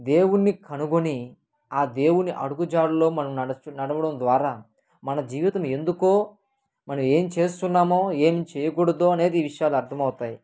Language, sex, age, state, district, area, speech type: Telugu, male, 18-30, Andhra Pradesh, Kadapa, rural, spontaneous